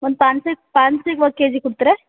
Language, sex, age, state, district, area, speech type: Kannada, female, 30-45, Karnataka, Bidar, urban, conversation